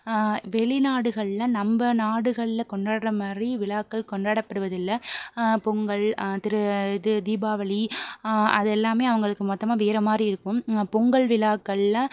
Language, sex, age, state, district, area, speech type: Tamil, female, 18-30, Tamil Nadu, Pudukkottai, rural, spontaneous